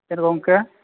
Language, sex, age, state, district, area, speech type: Santali, male, 45-60, Odisha, Mayurbhanj, rural, conversation